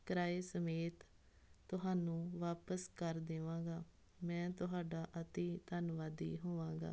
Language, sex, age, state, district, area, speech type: Punjabi, female, 18-30, Punjab, Tarn Taran, rural, spontaneous